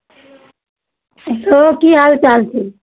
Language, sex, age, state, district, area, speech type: Maithili, female, 45-60, Bihar, Araria, rural, conversation